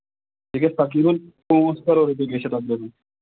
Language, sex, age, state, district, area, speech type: Kashmiri, male, 30-45, Jammu and Kashmir, Anantnag, rural, conversation